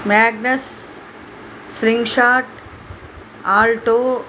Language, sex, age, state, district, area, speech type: Telugu, female, 60+, Andhra Pradesh, Nellore, urban, spontaneous